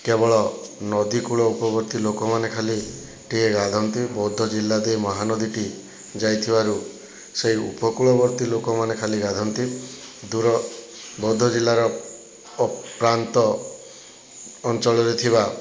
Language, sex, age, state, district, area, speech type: Odia, male, 60+, Odisha, Boudh, rural, spontaneous